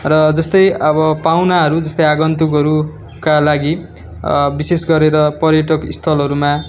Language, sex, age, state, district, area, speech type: Nepali, male, 18-30, West Bengal, Darjeeling, rural, spontaneous